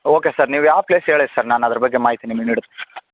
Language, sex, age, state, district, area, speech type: Kannada, male, 30-45, Karnataka, Raichur, rural, conversation